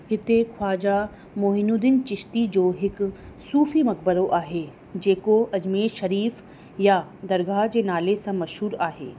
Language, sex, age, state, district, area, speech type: Sindhi, female, 30-45, Rajasthan, Ajmer, urban, spontaneous